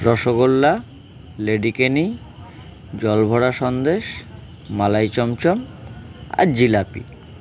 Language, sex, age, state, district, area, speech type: Bengali, male, 30-45, West Bengal, Howrah, urban, spontaneous